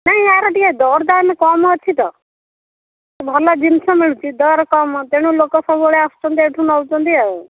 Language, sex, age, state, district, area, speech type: Odia, female, 60+, Odisha, Jagatsinghpur, rural, conversation